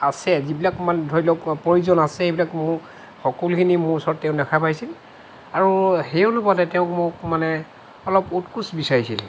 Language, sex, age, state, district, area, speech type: Assamese, male, 45-60, Assam, Lakhimpur, rural, spontaneous